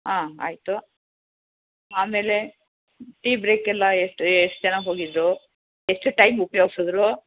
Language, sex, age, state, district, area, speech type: Kannada, female, 60+, Karnataka, Chamarajanagar, urban, conversation